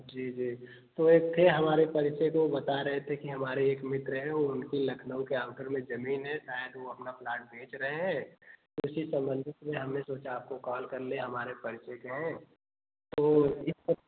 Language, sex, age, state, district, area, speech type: Hindi, male, 18-30, Uttar Pradesh, Jaunpur, rural, conversation